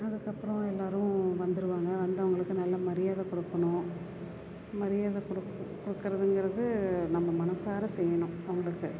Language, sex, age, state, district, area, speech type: Tamil, female, 45-60, Tamil Nadu, Perambalur, urban, spontaneous